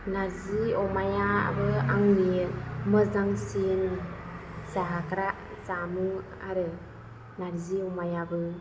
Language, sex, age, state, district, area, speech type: Bodo, female, 30-45, Assam, Chirang, urban, spontaneous